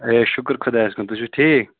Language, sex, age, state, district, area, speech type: Kashmiri, male, 18-30, Jammu and Kashmir, Ganderbal, rural, conversation